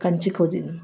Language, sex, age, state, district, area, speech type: Telugu, female, 60+, Telangana, Hyderabad, urban, spontaneous